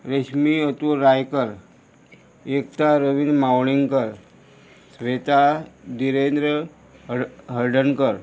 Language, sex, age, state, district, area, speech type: Goan Konkani, male, 45-60, Goa, Murmgao, rural, spontaneous